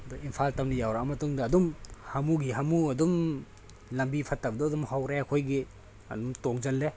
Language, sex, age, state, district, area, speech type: Manipuri, male, 30-45, Manipur, Tengnoupal, rural, spontaneous